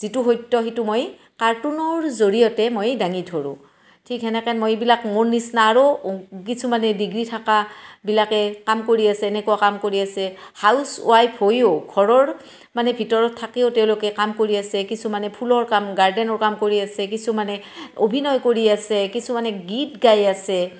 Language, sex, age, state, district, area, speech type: Assamese, female, 45-60, Assam, Barpeta, rural, spontaneous